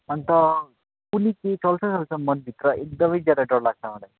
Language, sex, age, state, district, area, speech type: Nepali, male, 18-30, West Bengal, Darjeeling, urban, conversation